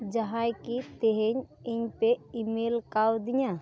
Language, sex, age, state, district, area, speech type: Santali, female, 18-30, West Bengal, Dakshin Dinajpur, rural, read